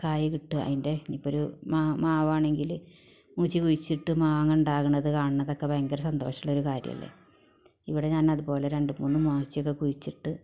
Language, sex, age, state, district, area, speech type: Malayalam, female, 45-60, Kerala, Malappuram, rural, spontaneous